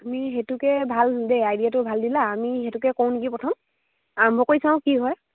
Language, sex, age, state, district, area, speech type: Assamese, female, 18-30, Assam, Lakhimpur, rural, conversation